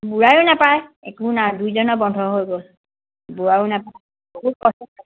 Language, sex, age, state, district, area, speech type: Assamese, female, 60+, Assam, Dibrugarh, rural, conversation